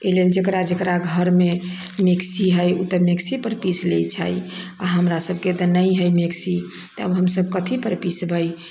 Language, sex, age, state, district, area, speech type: Maithili, female, 60+, Bihar, Sitamarhi, rural, spontaneous